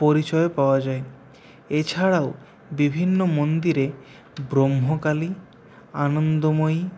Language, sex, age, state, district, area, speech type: Bengali, male, 30-45, West Bengal, Purulia, urban, spontaneous